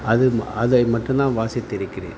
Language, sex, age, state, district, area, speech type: Tamil, male, 45-60, Tamil Nadu, Tiruvannamalai, rural, spontaneous